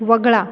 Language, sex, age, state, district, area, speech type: Marathi, female, 18-30, Maharashtra, Buldhana, urban, read